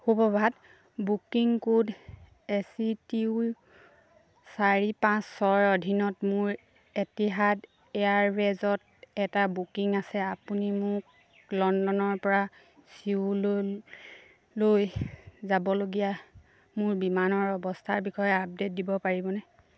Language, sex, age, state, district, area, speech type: Assamese, female, 30-45, Assam, Sivasagar, rural, read